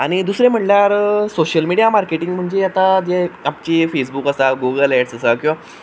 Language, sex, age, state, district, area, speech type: Goan Konkani, male, 18-30, Goa, Quepem, rural, spontaneous